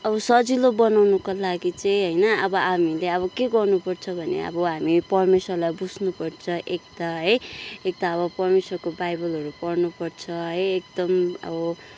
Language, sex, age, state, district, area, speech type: Nepali, female, 30-45, West Bengal, Kalimpong, rural, spontaneous